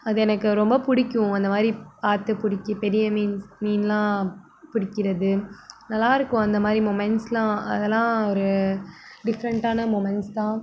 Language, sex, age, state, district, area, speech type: Tamil, female, 18-30, Tamil Nadu, Madurai, rural, spontaneous